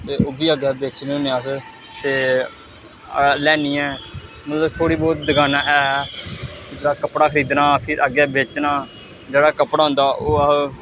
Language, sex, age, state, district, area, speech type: Dogri, male, 18-30, Jammu and Kashmir, Samba, rural, spontaneous